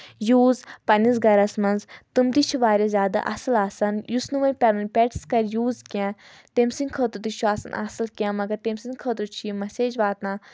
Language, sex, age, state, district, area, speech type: Kashmiri, female, 18-30, Jammu and Kashmir, Anantnag, rural, spontaneous